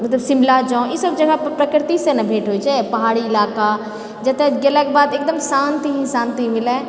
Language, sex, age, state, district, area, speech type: Maithili, female, 45-60, Bihar, Purnia, rural, spontaneous